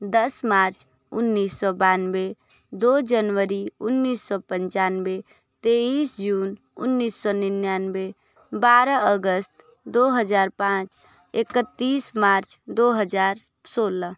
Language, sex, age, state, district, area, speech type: Hindi, female, 45-60, Uttar Pradesh, Sonbhadra, rural, spontaneous